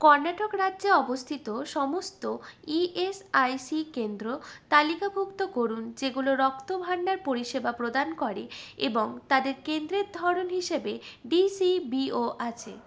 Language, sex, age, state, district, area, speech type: Bengali, female, 45-60, West Bengal, Purulia, urban, read